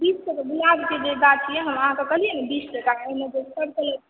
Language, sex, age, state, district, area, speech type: Maithili, female, 18-30, Bihar, Supaul, rural, conversation